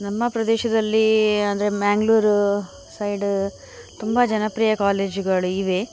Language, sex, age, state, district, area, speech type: Kannada, female, 30-45, Karnataka, Udupi, rural, spontaneous